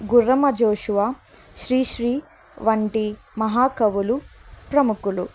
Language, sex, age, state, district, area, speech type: Telugu, female, 18-30, Andhra Pradesh, Annamaya, rural, spontaneous